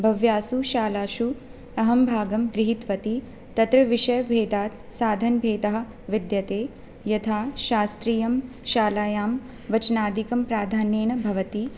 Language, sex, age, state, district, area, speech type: Sanskrit, female, 18-30, Rajasthan, Jaipur, urban, spontaneous